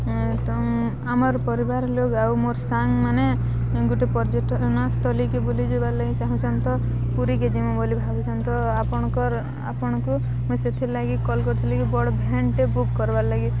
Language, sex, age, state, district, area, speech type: Odia, female, 18-30, Odisha, Balangir, urban, spontaneous